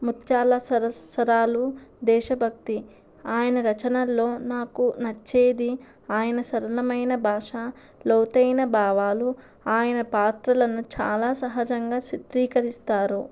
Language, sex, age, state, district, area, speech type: Telugu, female, 18-30, Andhra Pradesh, Kurnool, urban, spontaneous